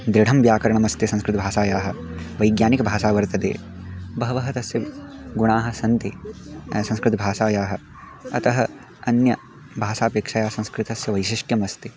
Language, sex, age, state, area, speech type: Sanskrit, male, 18-30, Uttarakhand, rural, spontaneous